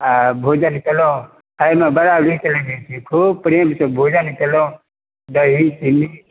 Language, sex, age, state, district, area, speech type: Maithili, male, 60+, Bihar, Darbhanga, rural, conversation